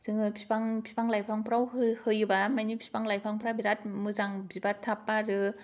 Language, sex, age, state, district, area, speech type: Bodo, female, 18-30, Assam, Kokrajhar, rural, spontaneous